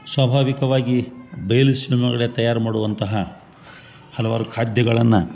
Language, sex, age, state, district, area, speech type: Kannada, male, 45-60, Karnataka, Gadag, rural, spontaneous